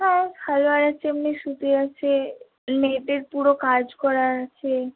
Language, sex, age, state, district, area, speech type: Bengali, female, 18-30, West Bengal, Purba Bardhaman, urban, conversation